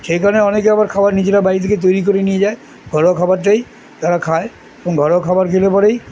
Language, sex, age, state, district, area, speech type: Bengali, male, 60+, West Bengal, Kolkata, urban, spontaneous